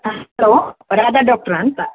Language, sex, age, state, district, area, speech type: Kannada, female, 30-45, Karnataka, Kodagu, rural, conversation